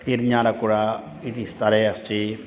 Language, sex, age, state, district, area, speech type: Sanskrit, male, 60+, Tamil Nadu, Tiruchirappalli, urban, spontaneous